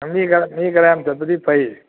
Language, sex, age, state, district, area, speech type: Manipuri, male, 60+, Manipur, Thoubal, rural, conversation